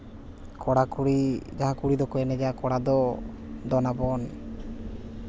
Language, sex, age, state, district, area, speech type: Santali, male, 30-45, Jharkhand, East Singhbhum, rural, spontaneous